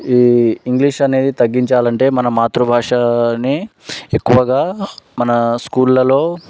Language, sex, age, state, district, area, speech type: Telugu, male, 18-30, Telangana, Sangareddy, urban, spontaneous